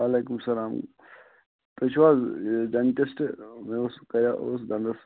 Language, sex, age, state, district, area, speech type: Kashmiri, male, 60+, Jammu and Kashmir, Shopian, rural, conversation